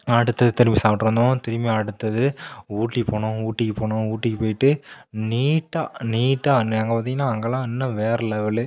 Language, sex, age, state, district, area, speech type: Tamil, male, 18-30, Tamil Nadu, Nagapattinam, rural, spontaneous